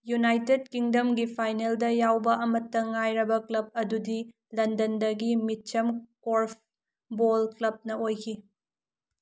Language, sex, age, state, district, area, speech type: Manipuri, female, 18-30, Manipur, Tengnoupal, rural, read